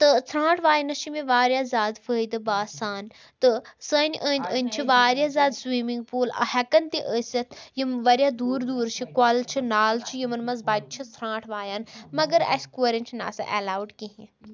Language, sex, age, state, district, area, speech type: Kashmiri, female, 18-30, Jammu and Kashmir, Baramulla, rural, spontaneous